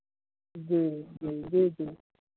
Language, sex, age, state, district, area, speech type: Hindi, male, 30-45, Bihar, Madhepura, rural, conversation